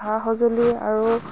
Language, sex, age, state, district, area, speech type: Assamese, female, 60+, Assam, Dibrugarh, rural, spontaneous